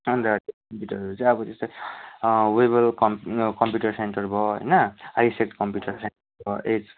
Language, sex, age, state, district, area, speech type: Nepali, male, 18-30, West Bengal, Kalimpong, rural, conversation